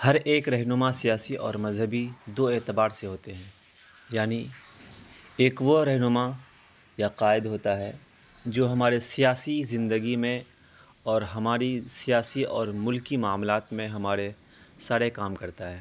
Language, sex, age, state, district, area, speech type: Urdu, male, 18-30, Bihar, Araria, rural, spontaneous